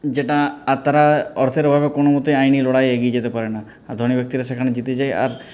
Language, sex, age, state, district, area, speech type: Bengali, male, 45-60, West Bengal, Purulia, urban, spontaneous